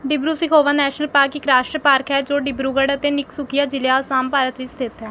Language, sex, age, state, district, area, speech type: Punjabi, female, 18-30, Punjab, Mohali, urban, read